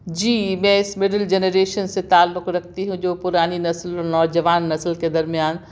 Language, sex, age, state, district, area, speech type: Urdu, female, 60+, Delhi, South Delhi, urban, spontaneous